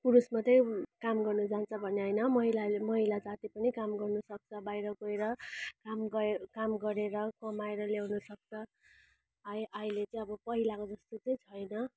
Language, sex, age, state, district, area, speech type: Nepali, female, 30-45, West Bengal, Darjeeling, rural, spontaneous